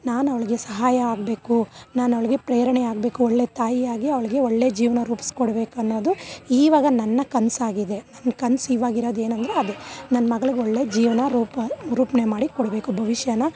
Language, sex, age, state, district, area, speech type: Kannada, female, 30-45, Karnataka, Bangalore Urban, urban, spontaneous